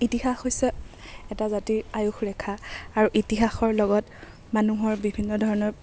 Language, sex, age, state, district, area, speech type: Assamese, female, 30-45, Assam, Kamrup Metropolitan, urban, spontaneous